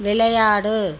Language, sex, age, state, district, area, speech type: Tamil, female, 45-60, Tamil Nadu, Tiruchirappalli, rural, read